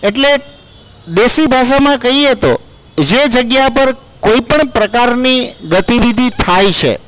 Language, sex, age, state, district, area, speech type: Gujarati, male, 45-60, Gujarat, Junagadh, urban, spontaneous